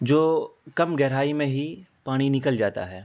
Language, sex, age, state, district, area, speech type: Urdu, male, 18-30, Bihar, Araria, rural, spontaneous